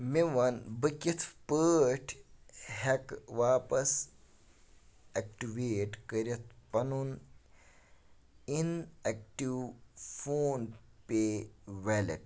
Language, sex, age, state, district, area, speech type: Kashmiri, male, 30-45, Jammu and Kashmir, Kupwara, rural, read